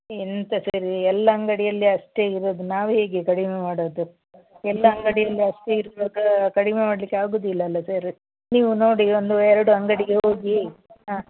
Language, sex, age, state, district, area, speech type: Kannada, female, 60+, Karnataka, Dakshina Kannada, rural, conversation